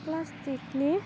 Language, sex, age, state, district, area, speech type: Bodo, female, 18-30, Assam, Udalguri, rural, spontaneous